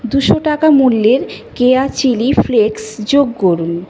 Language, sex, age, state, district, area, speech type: Bengali, female, 45-60, West Bengal, Nadia, rural, read